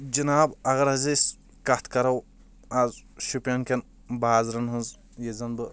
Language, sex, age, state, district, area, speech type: Kashmiri, male, 18-30, Jammu and Kashmir, Shopian, rural, spontaneous